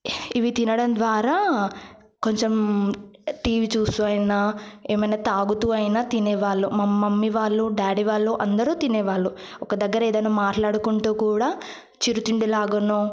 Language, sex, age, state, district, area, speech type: Telugu, female, 18-30, Telangana, Yadadri Bhuvanagiri, rural, spontaneous